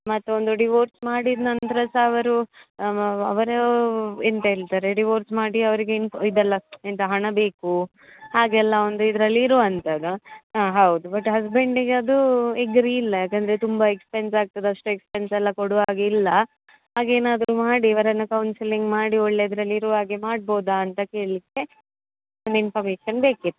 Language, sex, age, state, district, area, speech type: Kannada, female, 30-45, Karnataka, Dakshina Kannada, urban, conversation